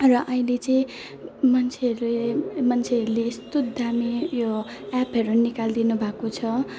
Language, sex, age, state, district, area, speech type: Nepali, female, 30-45, West Bengal, Alipurduar, urban, spontaneous